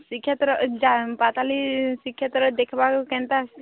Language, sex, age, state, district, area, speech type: Odia, female, 18-30, Odisha, Subarnapur, urban, conversation